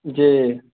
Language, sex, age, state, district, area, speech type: Maithili, male, 30-45, Bihar, Sitamarhi, urban, conversation